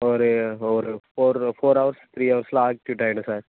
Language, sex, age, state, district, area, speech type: Tamil, male, 18-30, Tamil Nadu, Perambalur, rural, conversation